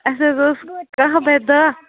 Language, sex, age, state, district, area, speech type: Kashmiri, female, 30-45, Jammu and Kashmir, Budgam, rural, conversation